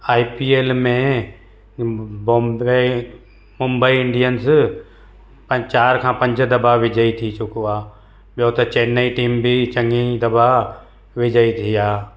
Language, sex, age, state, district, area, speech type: Sindhi, male, 45-60, Gujarat, Surat, urban, spontaneous